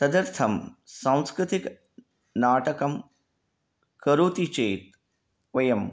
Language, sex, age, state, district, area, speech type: Sanskrit, male, 45-60, Karnataka, Bidar, urban, spontaneous